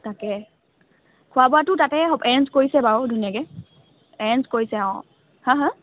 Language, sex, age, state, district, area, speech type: Assamese, female, 18-30, Assam, Dhemaji, urban, conversation